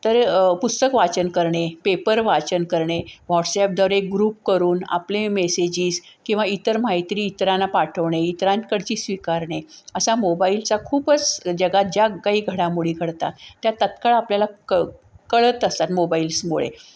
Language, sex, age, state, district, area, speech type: Marathi, female, 45-60, Maharashtra, Sangli, urban, spontaneous